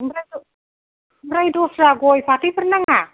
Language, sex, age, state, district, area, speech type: Bodo, female, 60+, Assam, Kokrajhar, urban, conversation